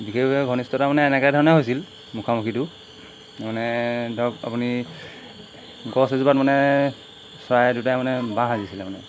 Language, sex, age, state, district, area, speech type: Assamese, male, 45-60, Assam, Golaghat, rural, spontaneous